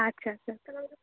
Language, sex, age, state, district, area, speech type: Bengali, female, 30-45, West Bengal, Cooch Behar, urban, conversation